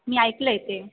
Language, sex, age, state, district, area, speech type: Marathi, female, 18-30, Maharashtra, Sindhudurg, rural, conversation